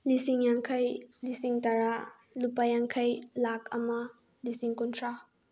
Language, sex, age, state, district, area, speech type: Manipuri, female, 18-30, Manipur, Bishnupur, rural, spontaneous